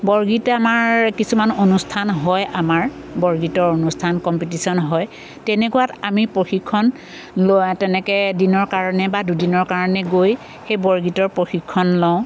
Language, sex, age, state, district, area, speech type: Assamese, female, 45-60, Assam, Biswanath, rural, spontaneous